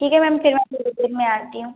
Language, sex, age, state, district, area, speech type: Hindi, female, 18-30, Madhya Pradesh, Hoshangabad, rural, conversation